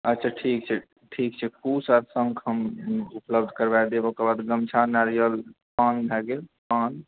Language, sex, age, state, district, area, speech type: Maithili, male, 45-60, Bihar, Purnia, rural, conversation